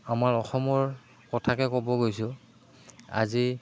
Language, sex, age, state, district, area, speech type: Assamese, male, 30-45, Assam, Udalguri, rural, spontaneous